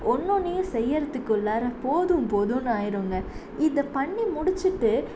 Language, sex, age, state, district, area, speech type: Tamil, female, 18-30, Tamil Nadu, Salem, urban, spontaneous